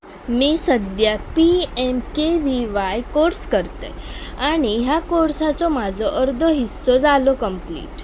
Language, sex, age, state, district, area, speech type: Goan Konkani, female, 18-30, Goa, Pernem, rural, spontaneous